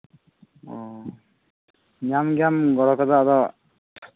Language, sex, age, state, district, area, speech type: Santali, male, 18-30, Jharkhand, Pakur, rural, conversation